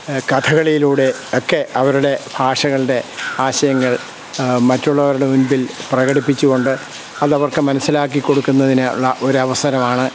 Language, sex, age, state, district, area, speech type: Malayalam, male, 60+, Kerala, Kottayam, rural, spontaneous